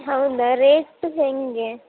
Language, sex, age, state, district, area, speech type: Kannada, female, 18-30, Karnataka, Gadag, rural, conversation